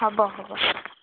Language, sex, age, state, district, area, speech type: Assamese, female, 18-30, Assam, Golaghat, rural, conversation